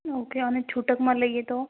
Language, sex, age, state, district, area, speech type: Gujarati, female, 18-30, Gujarat, Ahmedabad, rural, conversation